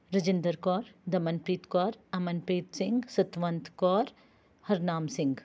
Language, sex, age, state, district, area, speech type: Punjabi, female, 30-45, Punjab, Rupnagar, urban, spontaneous